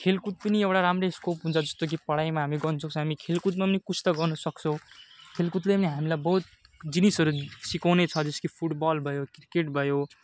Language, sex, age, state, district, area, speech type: Nepali, male, 18-30, West Bengal, Alipurduar, urban, spontaneous